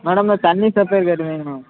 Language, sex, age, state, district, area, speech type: Tamil, male, 18-30, Tamil Nadu, Tirunelveli, rural, conversation